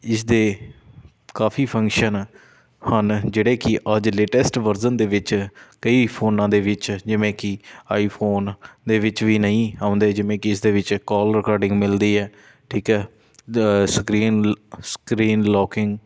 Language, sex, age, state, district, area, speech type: Punjabi, male, 30-45, Punjab, Shaheed Bhagat Singh Nagar, rural, spontaneous